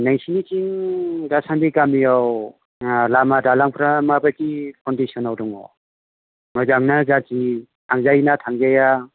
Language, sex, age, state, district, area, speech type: Bodo, male, 30-45, Assam, Chirang, rural, conversation